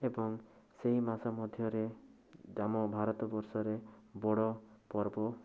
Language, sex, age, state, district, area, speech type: Odia, male, 30-45, Odisha, Bhadrak, rural, spontaneous